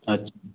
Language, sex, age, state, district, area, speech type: Hindi, male, 45-60, Madhya Pradesh, Gwalior, urban, conversation